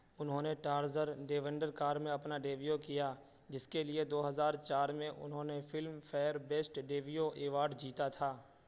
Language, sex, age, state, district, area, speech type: Urdu, male, 18-30, Uttar Pradesh, Saharanpur, urban, read